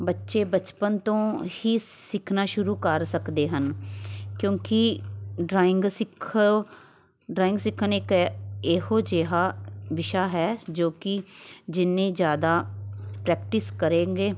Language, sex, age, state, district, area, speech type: Punjabi, female, 30-45, Punjab, Tarn Taran, urban, spontaneous